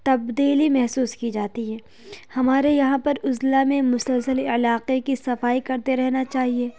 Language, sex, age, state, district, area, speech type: Urdu, female, 30-45, Uttar Pradesh, Lucknow, rural, spontaneous